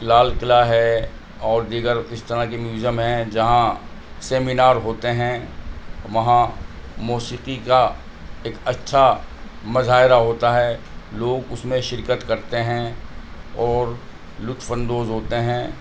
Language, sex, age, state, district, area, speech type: Urdu, male, 45-60, Delhi, North East Delhi, urban, spontaneous